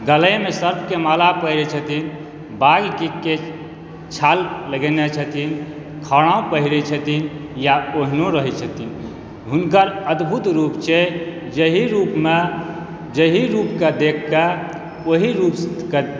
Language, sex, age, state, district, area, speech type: Maithili, male, 45-60, Bihar, Supaul, rural, spontaneous